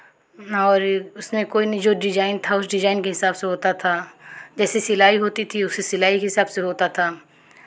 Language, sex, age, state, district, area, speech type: Hindi, female, 45-60, Uttar Pradesh, Chandauli, urban, spontaneous